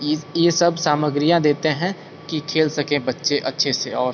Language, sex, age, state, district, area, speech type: Hindi, male, 45-60, Uttar Pradesh, Sonbhadra, rural, spontaneous